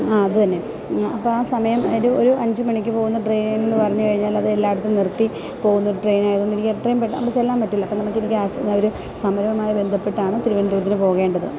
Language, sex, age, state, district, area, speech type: Malayalam, female, 45-60, Kerala, Kottayam, rural, spontaneous